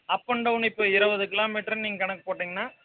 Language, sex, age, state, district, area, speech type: Tamil, male, 18-30, Tamil Nadu, Madurai, rural, conversation